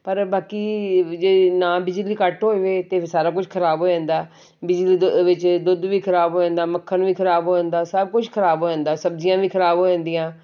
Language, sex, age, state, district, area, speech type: Punjabi, male, 60+, Punjab, Shaheed Bhagat Singh Nagar, urban, spontaneous